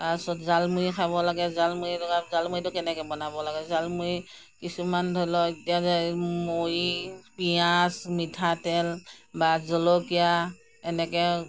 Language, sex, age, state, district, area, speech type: Assamese, female, 60+, Assam, Morigaon, rural, spontaneous